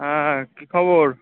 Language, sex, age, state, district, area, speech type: Bengali, male, 30-45, West Bengal, Kolkata, urban, conversation